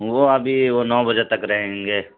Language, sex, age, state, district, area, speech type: Urdu, male, 30-45, Bihar, Supaul, rural, conversation